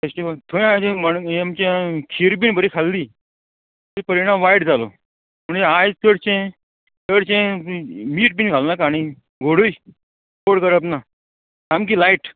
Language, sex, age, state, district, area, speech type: Goan Konkani, male, 45-60, Goa, Murmgao, rural, conversation